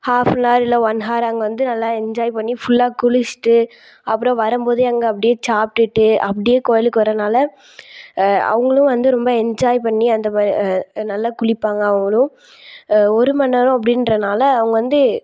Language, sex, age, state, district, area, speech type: Tamil, female, 18-30, Tamil Nadu, Thoothukudi, urban, spontaneous